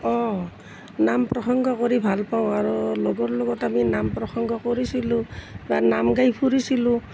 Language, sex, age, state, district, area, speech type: Assamese, female, 60+, Assam, Nalbari, rural, spontaneous